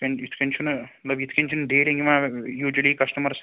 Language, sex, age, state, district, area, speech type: Kashmiri, male, 30-45, Jammu and Kashmir, Srinagar, urban, conversation